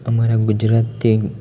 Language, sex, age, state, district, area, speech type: Gujarati, male, 18-30, Gujarat, Amreli, rural, spontaneous